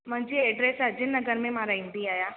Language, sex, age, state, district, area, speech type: Sindhi, female, 30-45, Rajasthan, Ajmer, urban, conversation